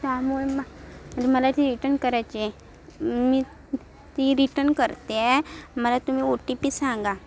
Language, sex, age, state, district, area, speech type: Marathi, female, 18-30, Maharashtra, Sindhudurg, rural, spontaneous